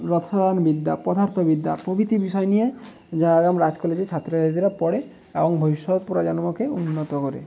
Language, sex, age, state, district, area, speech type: Bengali, male, 18-30, West Bengal, Jhargram, rural, spontaneous